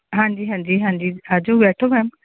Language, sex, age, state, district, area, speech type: Punjabi, female, 30-45, Punjab, Tarn Taran, rural, conversation